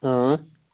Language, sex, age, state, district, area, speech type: Kashmiri, male, 18-30, Jammu and Kashmir, Anantnag, urban, conversation